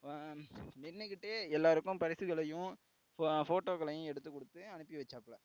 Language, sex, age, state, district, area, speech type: Tamil, male, 18-30, Tamil Nadu, Tiruvarur, urban, spontaneous